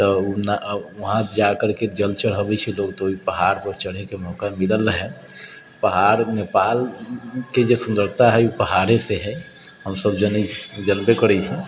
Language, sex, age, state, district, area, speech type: Maithili, male, 30-45, Bihar, Sitamarhi, urban, spontaneous